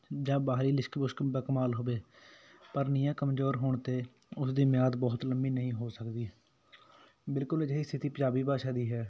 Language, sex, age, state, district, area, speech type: Punjabi, male, 18-30, Punjab, Patiala, urban, spontaneous